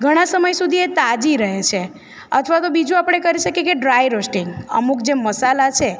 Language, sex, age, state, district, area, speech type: Gujarati, female, 30-45, Gujarat, Narmada, rural, spontaneous